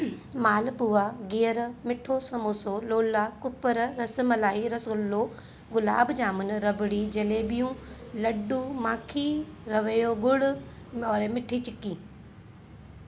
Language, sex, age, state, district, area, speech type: Sindhi, female, 30-45, Uttar Pradesh, Lucknow, urban, spontaneous